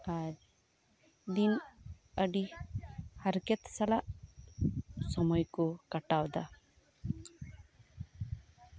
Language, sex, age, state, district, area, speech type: Santali, female, 18-30, West Bengal, Birbhum, rural, spontaneous